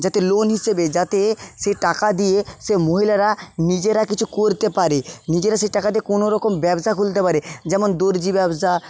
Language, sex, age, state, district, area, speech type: Bengali, male, 30-45, West Bengal, Jhargram, rural, spontaneous